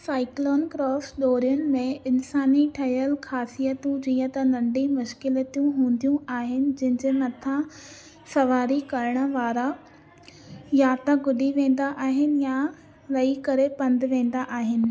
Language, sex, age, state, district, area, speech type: Sindhi, female, 18-30, Maharashtra, Thane, urban, read